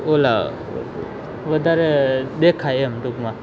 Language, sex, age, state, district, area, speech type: Gujarati, male, 18-30, Gujarat, Junagadh, urban, spontaneous